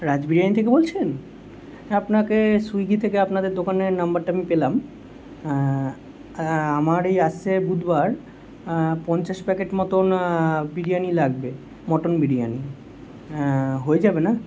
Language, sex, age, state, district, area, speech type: Bengali, male, 18-30, West Bengal, Kolkata, urban, spontaneous